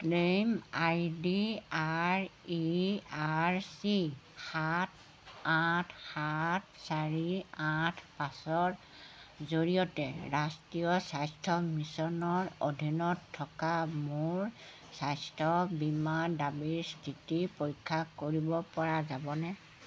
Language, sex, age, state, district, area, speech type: Assamese, female, 60+, Assam, Golaghat, rural, read